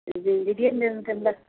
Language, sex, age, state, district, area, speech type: Tamil, female, 60+, Tamil Nadu, Coimbatore, rural, conversation